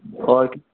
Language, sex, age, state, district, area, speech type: Hindi, male, 18-30, Rajasthan, Jodhpur, urban, conversation